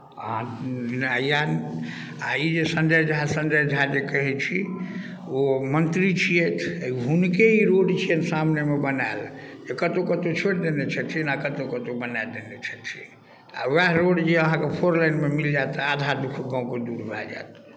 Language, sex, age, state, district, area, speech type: Maithili, male, 45-60, Bihar, Darbhanga, rural, spontaneous